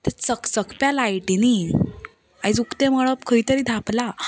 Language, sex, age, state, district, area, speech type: Goan Konkani, female, 18-30, Goa, Canacona, rural, spontaneous